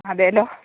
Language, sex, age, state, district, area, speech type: Malayalam, female, 45-60, Kerala, Idukki, rural, conversation